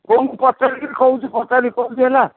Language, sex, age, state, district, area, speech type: Odia, male, 60+, Odisha, Gajapati, rural, conversation